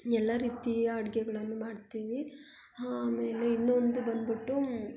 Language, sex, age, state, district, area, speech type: Kannada, female, 18-30, Karnataka, Hassan, urban, spontaneous